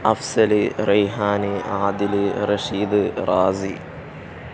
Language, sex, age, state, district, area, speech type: Malayalam, male, 18-30, Kerala, Palakkad, rural, spontaneous